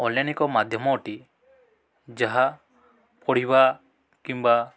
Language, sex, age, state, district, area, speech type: Odia, male, 18-30, Odisha, Balangir, urban, spontaneous